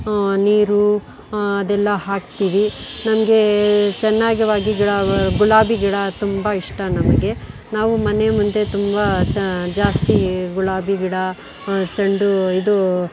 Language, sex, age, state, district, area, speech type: Kannada, female, 45-60, Karnataka, Bangalore Urban, rural, spontaneous